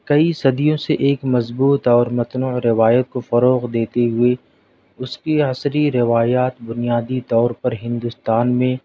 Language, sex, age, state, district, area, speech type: Urdu, male, 18-30, Delhi, South Delhi, urban, spontaneous